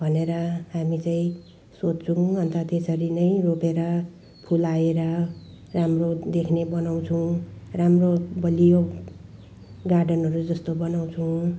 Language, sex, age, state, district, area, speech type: Nepali, female, 60+, West Bengal, Jalpaiguri, rural, spontaneous